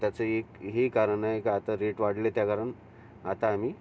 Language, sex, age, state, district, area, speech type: Marathi, male, 30-45, Maharashtra, Amravati, urban, spontaneous